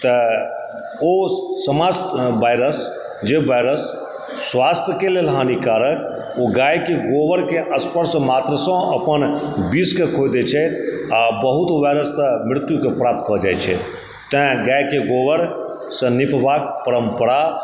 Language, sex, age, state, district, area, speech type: Maithili, male, 45-60, Bihar, Supaul, rural, spontaneous